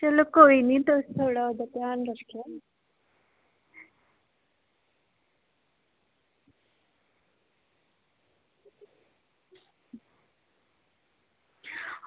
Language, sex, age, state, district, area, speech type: Dogri, female, 18-30, Jammu and Kashmir, Udhampur, urban, conversation